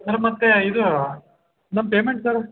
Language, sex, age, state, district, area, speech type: Kannada, male, 30-45, Karnataka, Belgaum, urban, conversation